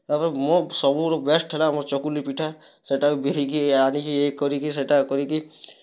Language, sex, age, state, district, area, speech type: Odia, male, 18-30, Odisha, Kalahandi, rural, spontaneous